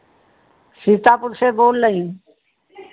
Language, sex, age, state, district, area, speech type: Hindi, female, 60+, Uttar Pradesh, Sitapur, rural, conversation